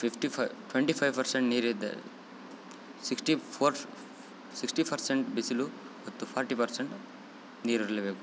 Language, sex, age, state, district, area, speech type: Kannada, male, 18-30, Karnataka, Bellary, rural, spontaneous